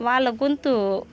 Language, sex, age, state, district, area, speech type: Telugu, female, 30-45, Andhra Pradesh, Sri Balaji, rural, spontaneous